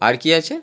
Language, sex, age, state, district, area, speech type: Bengali, male, 18-30, West Bengal, Howrah, urban, spontaneous